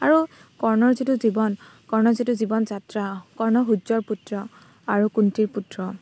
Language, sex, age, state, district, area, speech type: Assamese, female, 30-45, Assam, Dibrugarh, rural, spontaneous